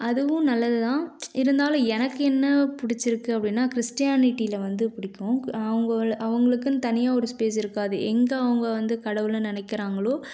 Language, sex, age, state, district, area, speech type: Tamil, female, 18-30, Tamil Nadu, Tiruvannamalai, urban, spontaneous